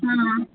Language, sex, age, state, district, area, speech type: Kannada, female, 18-30, Karnataka, Hassan, urban, conversation